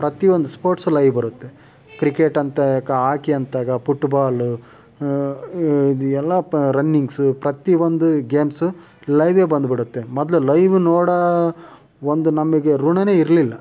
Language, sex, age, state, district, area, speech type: Kannada, male, 18-30, Karnataka, Chitradurga, rural, spontaneous